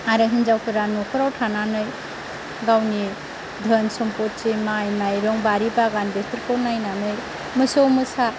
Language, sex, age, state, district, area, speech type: Bodo, female, 30-45, Assam, Kokrajhar, rural, spontaneous